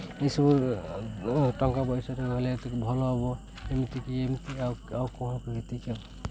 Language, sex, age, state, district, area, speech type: Odia, male, 30-45, Odisha, Malkangiri, urban, spontaneous